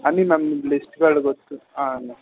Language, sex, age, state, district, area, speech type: Kannada, male, 18-30, Karnataka, Bangalore Urban, urban, conversation